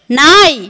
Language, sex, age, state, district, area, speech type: Tamil, female, 30-45, Tamil Nadu, Tirupattur, rural, read